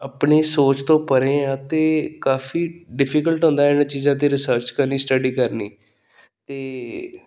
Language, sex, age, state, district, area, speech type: Punjabi, male, 18-30, Punjab, Pathankot, rural, spontaneous